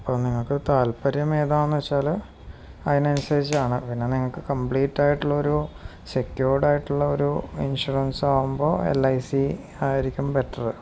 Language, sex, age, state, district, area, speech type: Malayalam, male, 45-60, Kerala, Wayanad, rural, spontaneous